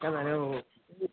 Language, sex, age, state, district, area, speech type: Nepali, male, 18-30, West Bengal, Alipurduar, urban, conversation